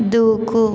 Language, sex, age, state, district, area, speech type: Telugu, female, 18-30, Telangana, Hyderabad, urban, read